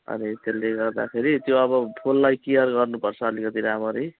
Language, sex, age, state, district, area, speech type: Nepali, male, 45-60, West Bengal, Kalimpong, rural, conversation